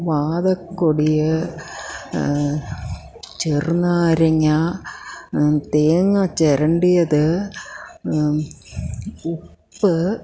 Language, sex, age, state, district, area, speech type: Malayalam, female, 60+, Kerala, Idukki, rural, spontaneous